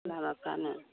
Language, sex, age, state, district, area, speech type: Bodo, female, 45-60, Assam, Chirang, rural, conversation